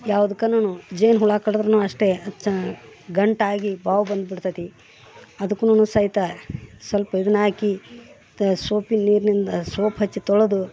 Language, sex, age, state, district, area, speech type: Kannada, female, 45-60, Karnataka, Dharwad, rural, spontaneous